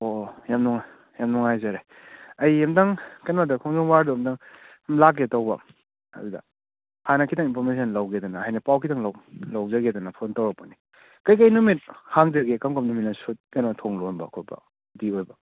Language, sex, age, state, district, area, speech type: Manipuri, male, 30-45, Manipur, Kakching, rural, conversation